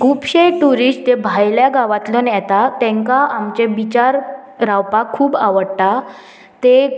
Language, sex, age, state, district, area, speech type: Goan Konkani, female, 18-30, Goa, Murmgao, urban, spontaneous